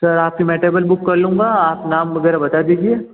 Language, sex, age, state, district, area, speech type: Hindi, male, 18-30, Rajasthan, Jodhpur, urban, conversation